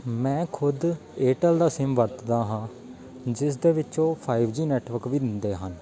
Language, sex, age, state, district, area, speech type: Punjabi, male, 18-30, Punjab, Patiala, urban, spontaneous